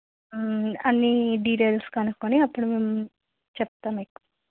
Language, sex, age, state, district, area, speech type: Telugu, female, 18-30, Andhra Pradesh, Vizianagaram, rural, conversation